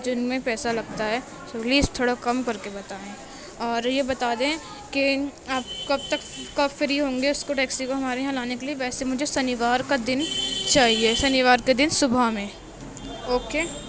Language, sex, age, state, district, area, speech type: Urdu, female, 18-30, Uttar Pradesh, Gautam Buddha Nagar, urban, spontaneous